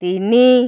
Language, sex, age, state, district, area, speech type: Odia, female, 30-45, Odisha, Kalahandi, rural, read